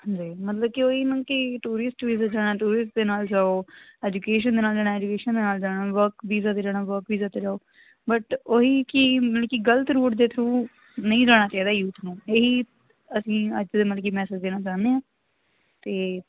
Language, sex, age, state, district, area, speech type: Punjabi, female, 18-30, Punjab, Hoshiarpur, urban, conversation